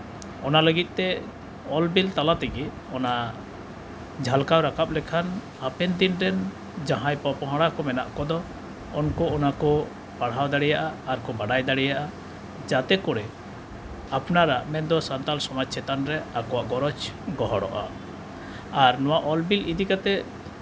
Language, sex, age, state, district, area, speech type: Santali, male, 30-45, West Bengal, Uttar Dinajpur, rural, spontaneous